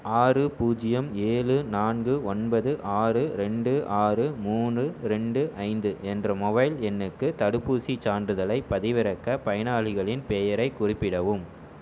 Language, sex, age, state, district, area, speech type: Tamil, male, 18-30, Tamil Nadu, Erode, urban, read